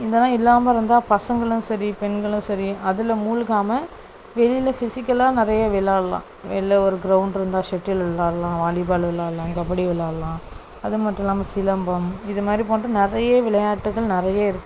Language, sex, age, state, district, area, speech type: Tamil, female, 18-30, Tamil Nadu, Thoothukudi, rural, spontaneous